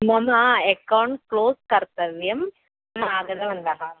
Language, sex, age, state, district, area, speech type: Sanskrit, female, 18-30, Kerala, Kozhikode, rural, conversation